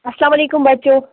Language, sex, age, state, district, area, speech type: Kashmiri, female, 18-30, Jammu and Kashmir, Baramulla, rural, conversation